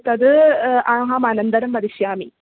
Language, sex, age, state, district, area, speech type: Sanskrit, female, 18-30, Kerala, Thrissur, urban, conversation